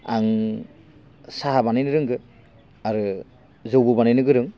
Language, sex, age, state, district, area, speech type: Bodo, male, 30-45, Assam, Baksa, rural, spontaneous